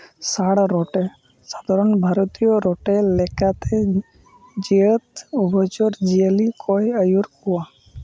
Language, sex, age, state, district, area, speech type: Santali, male, 18-30, West Bengal, Uttar Dinajpur, rural, read